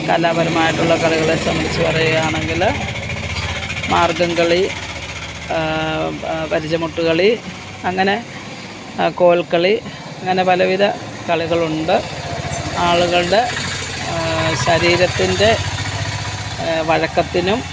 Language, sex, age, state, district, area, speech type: Malayalam, female, 60+, Kerala, Kottayam, urban, spontaneous